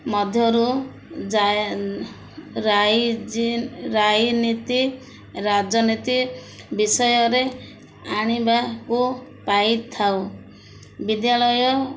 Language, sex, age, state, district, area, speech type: Odia, female, 45-60, Odisha, Koraput, urban, spontaneous